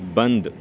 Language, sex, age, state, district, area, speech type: Urdu, male, 18-30, Delhi, North West Delhi, urban, read